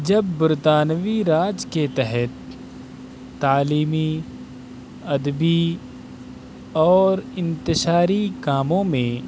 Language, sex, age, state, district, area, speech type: Urdu, male, 18-30, Delhi, South Delhi, urban, spontaneous